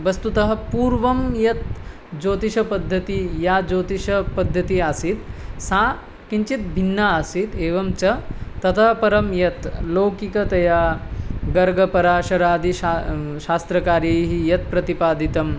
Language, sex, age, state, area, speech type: Sanskrit, male, 18-30, Tripura, rural, spontaneous